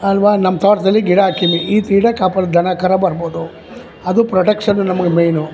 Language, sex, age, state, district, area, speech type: Kannada, male, 60+, Karnataka, Chamarajanagar, rural, spontaneous